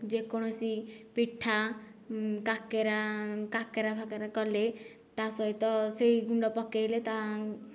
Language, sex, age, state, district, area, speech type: Odia, female, 18-30, Odisha, Nayagarh, rural, spontaneous